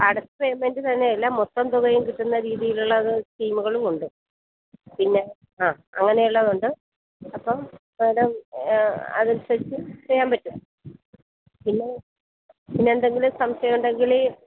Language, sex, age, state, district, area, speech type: Malayalam, female, 45-60, Kerala, Kottayam, rural, conversation